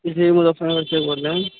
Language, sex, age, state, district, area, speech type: Urdu, male, 30-45, Uttar Pradesh, Muzaffarnagar, urban, conversation